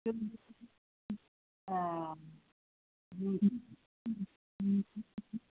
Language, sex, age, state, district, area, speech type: Bodo, female, 45-60, Assam, Chirang, rural, conversation